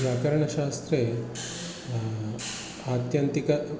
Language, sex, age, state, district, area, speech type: Sanskrit, male, 45-60, Kerala, Palakkad, urban, spontaneous